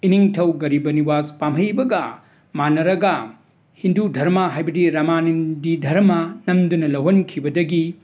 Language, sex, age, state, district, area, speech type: Manipuri, male, 60+, Manipur, Imphal West, urban, spontaneous